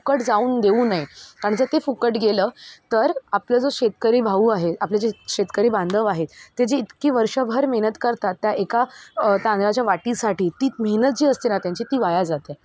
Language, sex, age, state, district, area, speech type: Marathi, female, 18-30, Maharashtra, Mumbai Suburban, urban, spontaneous